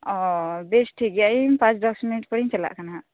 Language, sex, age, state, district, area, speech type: Santali, female, 18-30, West Bengal, Birbhum, rural, conversation